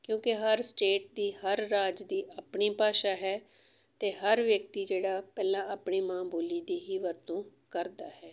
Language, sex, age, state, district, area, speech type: Punjabi, female, 45-60, Punjab, Amritsar, urban, spontaneous